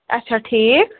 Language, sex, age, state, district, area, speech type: Kashmiri, female, 30-45, Jammu and Kashmir, Ganderbal, rural, conversation